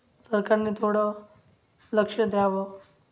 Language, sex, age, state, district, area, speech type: Marathi, male, 18-30, Maharashtra, Ahmednagar, rural, spontaneous